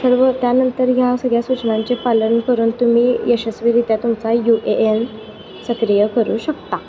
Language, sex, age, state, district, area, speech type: Marathi, female, 18-30, Maharashtra, Kolhapur, urban, spontaneous